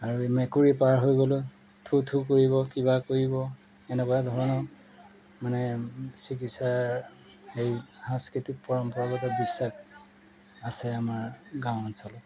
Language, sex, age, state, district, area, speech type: Assamese, male, 45-60, Assam, Golaghat, urban, spontaneous